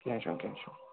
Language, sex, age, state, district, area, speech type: Kashmiri, male, 18-30, Jammu and Kashmir, Pulwama, urban, conversation